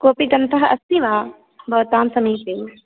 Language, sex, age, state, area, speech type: Sanskrit, female, 30-45, Rajasthan, rural, conversation